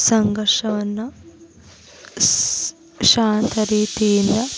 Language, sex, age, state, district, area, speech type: Kannada, female, 30-45, Karnataka, Tumkur, rural, spontaneous